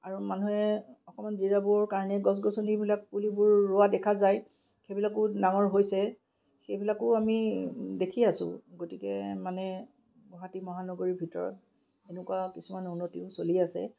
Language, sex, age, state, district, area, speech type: Assamese, female, 45-60, Assam, Kamrup Metropolitan, urban, spontaneous